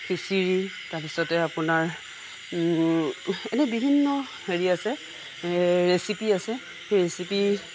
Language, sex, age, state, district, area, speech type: Assamese, female, 45-60, Assam, Nagaon, rural, spontaneous